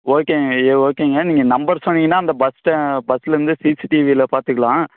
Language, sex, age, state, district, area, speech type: Tamil, male, 18-30, Tamil Nadu, Namakkal, rural, conversation